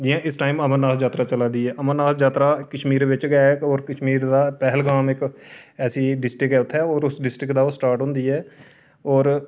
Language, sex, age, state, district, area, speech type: Dogri, male, 30-45, Jammu and Kashmir, Reasi, urban, spontaneous